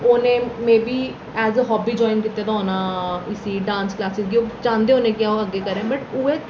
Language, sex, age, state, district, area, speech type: Dogri, female, 18-30, Jammu and Kashmir, Reasi, urban, spontaneous